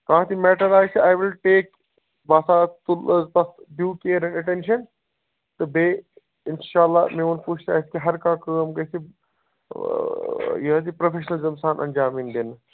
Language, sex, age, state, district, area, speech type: Kashmiri, male, 30-45, Jammu and Kashmir, Baramulla, urban, conversation